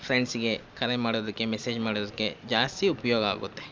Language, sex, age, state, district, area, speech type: Kannada, male, 18-30, Karnataka, Kolar, rural, spontaneous